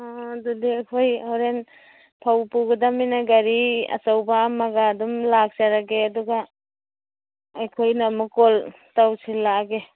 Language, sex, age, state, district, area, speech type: Manipuri, female, 45-60, Manipur, Churachandpur, rural, conversation